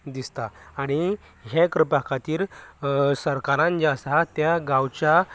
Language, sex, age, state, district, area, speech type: Goan Konkani, male, 18-30, Goa, Canacona, rural, spontaneous